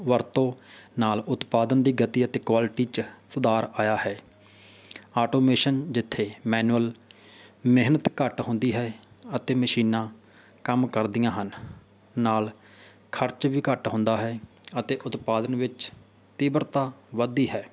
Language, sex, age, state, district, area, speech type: Punjabi, male, 30-45, Punjab, Faridkot, urban, spontaneous